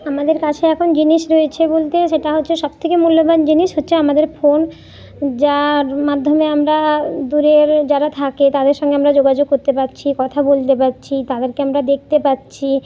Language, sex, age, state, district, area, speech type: Bengali, female, 30-45, West Bengal, Jhargram, rural, spontaneous